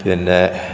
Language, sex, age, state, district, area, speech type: Malayalam, male, 45-60, Kerala, Pathanamthitta, rural, spontaneous